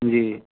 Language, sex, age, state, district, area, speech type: Urdu, male, 30-45, Bihar, Purnia, rural, conversation